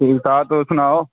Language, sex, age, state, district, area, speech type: Dogri, male, 18-30, Jammu and Kashmir, Kathua, rural, conversation